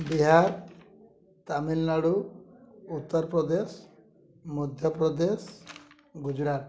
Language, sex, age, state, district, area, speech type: Odia, male, 45-60, Odisha, Mayurbhanj, rural, spontaneous